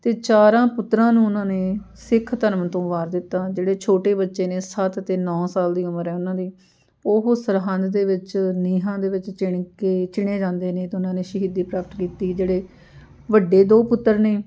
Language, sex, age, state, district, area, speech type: Punjabi, female, 30-45, Punjab, Amritsar, urban, spontaneous